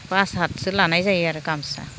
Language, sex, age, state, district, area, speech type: Bodo, female, 45-60, Assam, Udalguri, rural, spontaneous